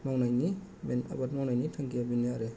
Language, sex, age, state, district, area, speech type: Bodo, male, 30-45, Assam, Kokrajhar, rural, spontaneous